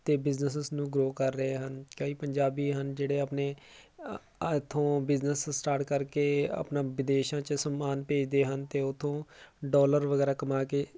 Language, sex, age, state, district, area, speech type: Punjabi, male, 30-45, Punjab, Jalandhar, urban, spontaneous